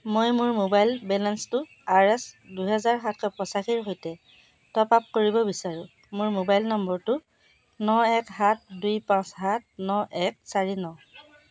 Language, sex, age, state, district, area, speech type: Assamese, female, 60+, Assam, Golaghat, urban, read